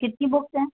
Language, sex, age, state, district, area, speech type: Hindi, female, 30-45, Madhya Pradesh, Gwalior, urban, conversation